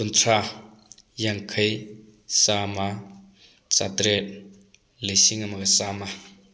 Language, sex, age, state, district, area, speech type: Manipuri, male, 18-30, Manipur, Thoubal, rural, spontaneous